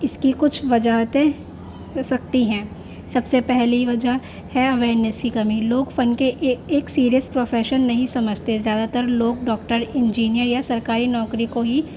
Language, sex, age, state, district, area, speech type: Urdu, female, 18-30, Delhi, North East Delhi, urban, spontaneous